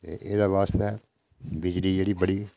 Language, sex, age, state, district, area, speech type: Dogri, male, 60+, Jammu and Kashmir, Udhampur, rural, spontaneous